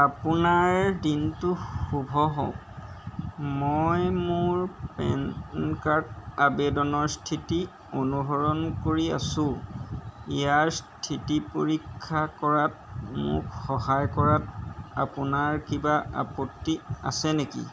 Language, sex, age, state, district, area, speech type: Assamese, male, 30-45, Assam, Golaghat, urban, read